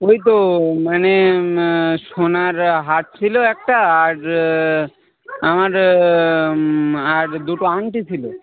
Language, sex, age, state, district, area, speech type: Bengali, male, 18-30, West Bengal, Birbhum, urban, conversation